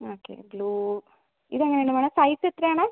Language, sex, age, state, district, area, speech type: Malayalam, female, 30-45, Kerala, Palakkad, rural, conversation